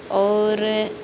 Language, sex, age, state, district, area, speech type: Hindi, female, 18-30, Madhya Pradesh, Harda, urban, spontaneous